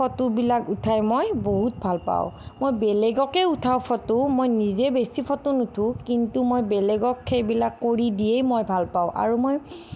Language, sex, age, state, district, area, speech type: Assamese, female, 30-45, Assam, Nagaon, rural, spontaneous